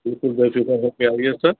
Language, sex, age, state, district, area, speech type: Hindi, male, 60+, Bihar, Darbhanga, urban, conversation